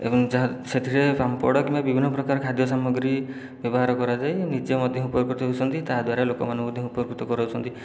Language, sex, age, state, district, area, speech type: Odia, male, 30-45, Odisha, Khordha, rural, spontaneous